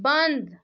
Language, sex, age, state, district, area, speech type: Kashmiri, male, 18-30, Jammu and Kashmir, Budgam, rural, read